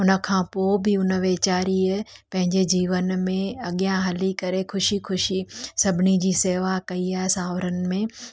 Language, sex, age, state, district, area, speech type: Sindhi, female, 45-60, Gujarat, Junagadh, urban, spontaneous